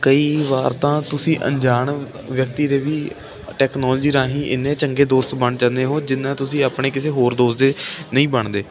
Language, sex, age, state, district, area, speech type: Punjabi, male, 18-30, Punjab, Ludhiana, urban, spontaneous